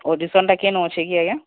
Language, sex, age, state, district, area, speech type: Odia, male, 45-60, Odisha, Nuapada, urban, conversation